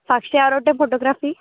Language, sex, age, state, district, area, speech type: Marathi, female, 18-30, Maharashtra, Ahmednagar, rural, conversation